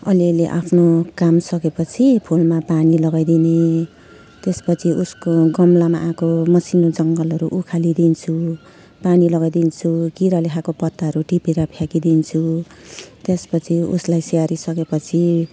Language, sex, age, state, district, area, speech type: Nepali, female, 45-60, West Bengal, Jalpaiguri, urban, spontaneous